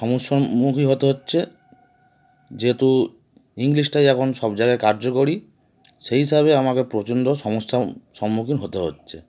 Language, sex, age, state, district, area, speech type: Bengali, male, 30-45, West Bengal, Howrah, urban, spontaneous